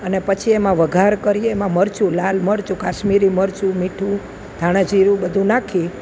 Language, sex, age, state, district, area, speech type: Gujarati, female, 45-60, Gujarat, Junagadh, rural, spontaneous